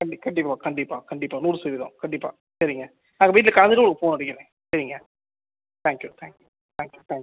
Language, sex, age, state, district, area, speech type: Tamil, male, 18-30, Tamil Nadu, Sivaganga, rural, conversation